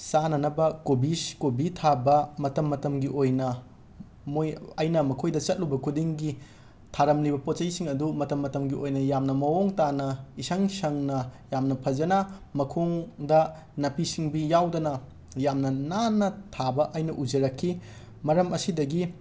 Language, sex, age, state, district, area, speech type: Manipuri, male, 18-30, Manipur, Imphal West, rural, spontaneous